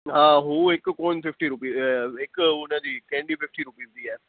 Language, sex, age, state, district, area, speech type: Sindhi, male, 30-45, Gujarat, Kutch, rural, conversation